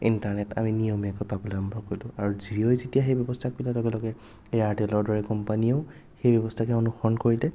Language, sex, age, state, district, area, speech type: Assamese, male, 18-30, Assam, Sonitpur, rural, spontaneous